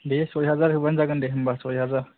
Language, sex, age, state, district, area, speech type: Bodo, male, 18-30, Assam, Kokrajhar, urban, conversation